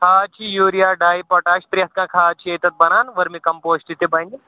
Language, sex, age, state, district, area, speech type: Kashmiri, male, 18-30, Jammu and Kashmir, Pulwama, urban, conversation